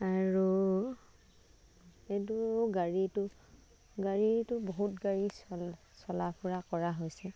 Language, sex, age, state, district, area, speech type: Assamese, female, 30-45, Assam, Dibrugarh, rural, spontaneous